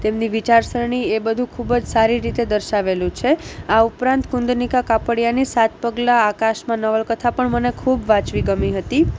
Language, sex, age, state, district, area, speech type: Gujarati, female, 18-30, Gujarat, Junagadh, urban, spontaneous